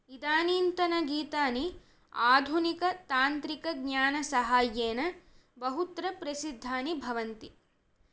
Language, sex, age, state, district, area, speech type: Sanskrit, female, 18-30, Andhra Pradesh, Chittoor, urban, spontaneous